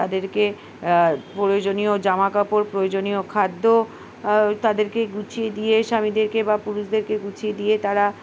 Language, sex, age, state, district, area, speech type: Bengali, female, 45-60, West Bengal, Uttar Dinajpur, urban, spontaneous